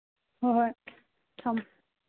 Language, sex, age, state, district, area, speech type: Manipuri, female, 18-30, Manipur, Churachandpur, rural, conversation